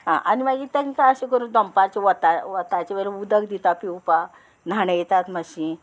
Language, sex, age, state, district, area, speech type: Goan Konkani, female, 45-60, Goa, Murmgao, rural, spontaneous